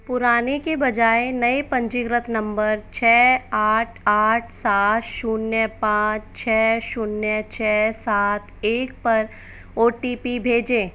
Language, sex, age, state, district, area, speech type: Hindi, female, 45-60, Rajasthan, Jaipur, urban, read